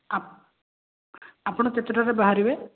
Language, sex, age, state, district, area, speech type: Odia, male, 18-30, Odisha, Puri, urban, conversation